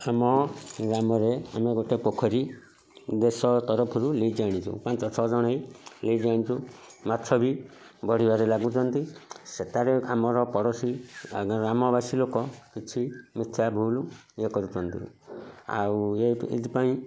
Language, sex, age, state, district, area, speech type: Odia, male, 45-60, Odisha, Kendujhar, urban, spontaneous